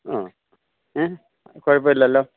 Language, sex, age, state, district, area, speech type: Malayalam, male, 60+, Kerala, Idukki, rural, conversation